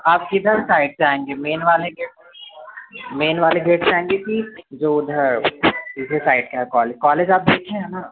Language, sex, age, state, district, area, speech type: Hindi, male, 18-30, Madhya Pradesh, Jabalpur, urban, conversation